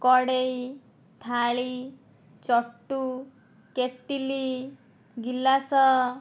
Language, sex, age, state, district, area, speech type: Odia, female, 60+, Odisha, Kandhamal, rural, spontaneous